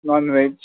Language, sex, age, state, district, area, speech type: Marathi, male, 45-60, Maharashtra, Thane, rural, conversation